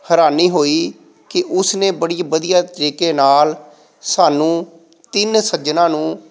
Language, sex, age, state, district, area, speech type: Punjabi, male, 45-60, Punjab, Pathankot, rural, spontaneous